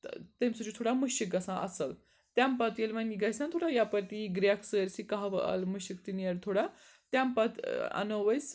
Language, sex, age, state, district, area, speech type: Kashmiri, female, 18-30, Jammu and Kashmir, Srinagar, urban, spontaneous